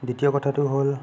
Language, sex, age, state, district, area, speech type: Assamese, male, 30-45, Assam, Sonitpur, rural, spontaneous